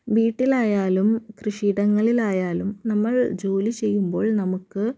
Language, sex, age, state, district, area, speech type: Malayalam, female, 18-30, Kerala, Thrissur, rural, spontaneous